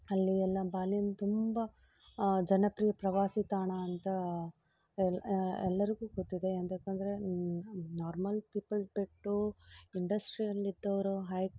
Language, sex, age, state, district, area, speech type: Kannada, female, 30-45, Karnataka, Udupi, rural, spontaneous